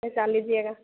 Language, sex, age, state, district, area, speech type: Hindi, female, 30-45, Bihar, Madhepura, rural, conversation